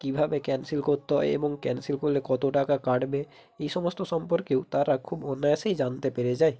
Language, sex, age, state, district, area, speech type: Bengali, male, 18-30, West Bengal, Hooghly, urban, spontaneous